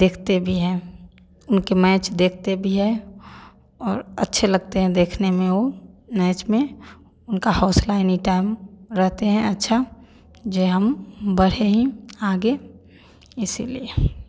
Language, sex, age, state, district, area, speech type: Hindi, female, 18-30, Bihar, Samastipur, urban, spontaneous